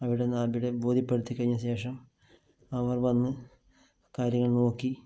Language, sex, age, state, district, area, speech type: Malayalam, male, 45-60, Kerala, Kasaragod, rural, spontaneous